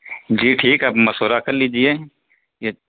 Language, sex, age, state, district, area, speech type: Urdu, male, 18-30, Uttar Pradesh, Saharanpur, urban, conversation